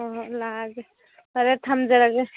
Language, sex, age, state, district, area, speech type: Manipuri, female, 45-60, Manipur, Churachandpur, rural, conversation